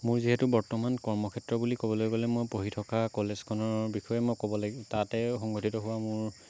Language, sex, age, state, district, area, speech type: Assamese, male, 18-30, Assam, Lakhimpur, rural, spontaneous